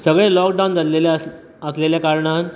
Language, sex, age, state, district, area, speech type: Goan Konkani, male, 30-45, Goa, Bardez, rural, spontaneous